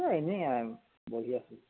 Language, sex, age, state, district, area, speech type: Assamese, male, 30-45, Assam, Jorhat, urban, conversation